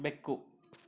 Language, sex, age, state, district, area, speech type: Kannada, male, 45-60, Karnataka, Bangalore Urban, urban, read